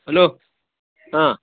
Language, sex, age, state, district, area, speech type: Kannada, male, 45-60, Karnataka, Uttara Kannada, rural, conversation